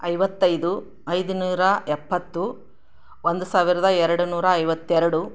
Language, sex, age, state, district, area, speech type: Kannada, female, 45-60, Karnataka, Chikkaballapur, rural, spontaneous